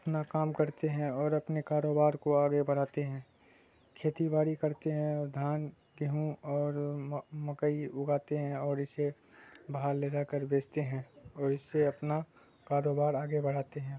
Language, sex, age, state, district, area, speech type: Urdu, male, 18-30, Bihar, Supaul, rural, spontaneous